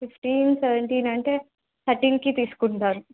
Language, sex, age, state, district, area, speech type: Telugu, female, 18-30, Telangana, Nirmal, urban, conversation